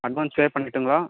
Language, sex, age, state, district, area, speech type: Tamil, male, 18-30, Tamil Nadu, Vellore, rural, conversation